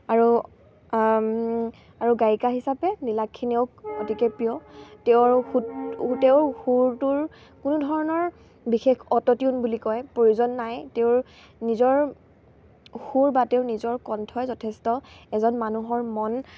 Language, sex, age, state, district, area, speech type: Assamese, female, 18-30, Assam, Dibrugarh, rural, spontaneous